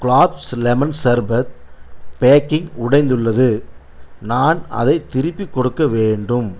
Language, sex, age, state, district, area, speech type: Tamil, male, 60+, Tamil Nadu, Erode, urban, read